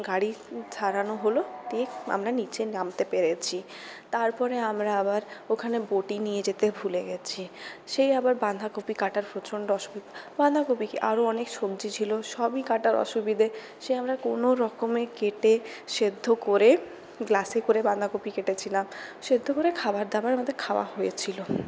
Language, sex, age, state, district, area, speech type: Bengali, female, 60+, West Bengal, Purulia, urban, spontaneous